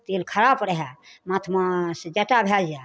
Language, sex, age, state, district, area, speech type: Maithili, female, 45-60, Bihar, Darbhanga, rural, spontaneous